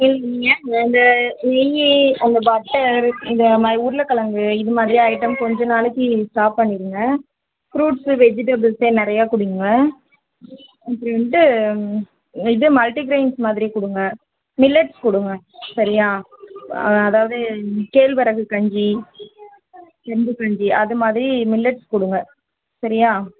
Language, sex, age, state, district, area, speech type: Tamil, female, 30-45, Tamil Nadu, Chennai, urban, conversation